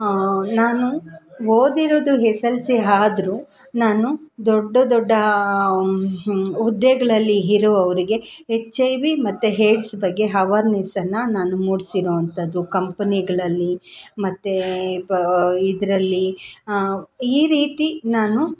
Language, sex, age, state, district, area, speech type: Kannada, female, 45-60, Karnataka, Kolar, urban, spontaneous